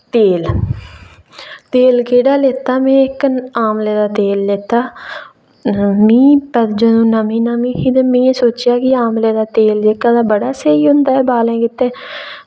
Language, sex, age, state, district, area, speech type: Dogri, female, 18-30, Jammu and Kashmir, Reasi, rural, spontaneous